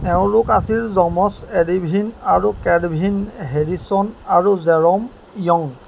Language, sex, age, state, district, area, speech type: Assamese, male, 30-45, Assam, Jorhat, urban, read